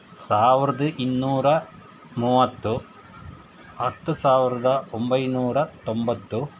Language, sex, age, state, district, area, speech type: Kannada, male, 45-60, Karnataka, Shimoga, rural, spontaneous